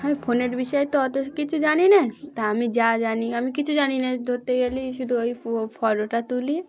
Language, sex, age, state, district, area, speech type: Bengali, female, 18-30, West Bengal, Dakshin Dinajpur, urban, spontaneous